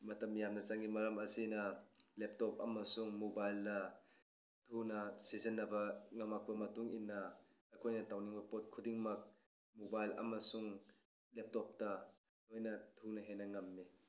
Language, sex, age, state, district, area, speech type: Manipuri, male, 30-45, Manipur, Tengnoupal, urban, spontaneous